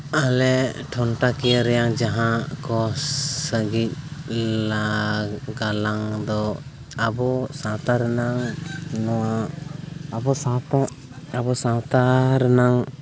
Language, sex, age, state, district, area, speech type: Santali, male, 18-30, Jharkhand, East Singhbhum, rural, spontaneous